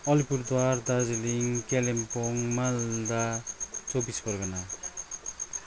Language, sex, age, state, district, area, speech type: Nepali, male, 45-60, West Bengal, Kalimpong, rural, spontaneous